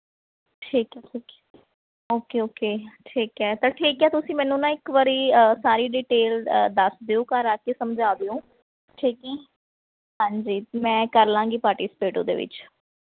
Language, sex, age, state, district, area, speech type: Punjabi, female, 30-45, Punjab, Mohali, rural, conversation